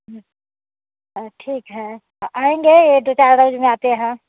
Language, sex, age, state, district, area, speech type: Hindi, female, 45-60, Bihar, Muzaffarpur, urban, conversation